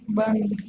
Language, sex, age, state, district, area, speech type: Gujarati, female, 18-30, Gujarat, Valsad, rural, read